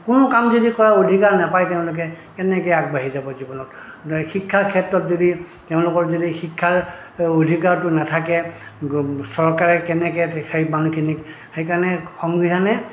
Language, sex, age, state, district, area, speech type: Assamese, male, 60+, Assam, Goalpara, rural, spontaneous